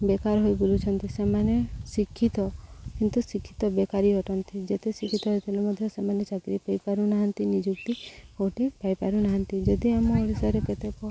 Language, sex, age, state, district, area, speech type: Odia, female, 45-60, Odisha, Subarnapur, urban, spontaneous